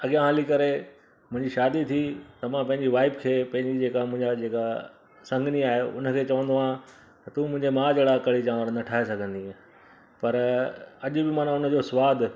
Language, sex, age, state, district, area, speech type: Sindhi, male, 45-60, Gujarat, Surat, urban, spontaneous